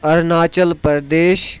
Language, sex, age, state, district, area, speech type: Kashmiri, male, 30-45, Jammu and Kashmir, Kulgam, rural, spontaneous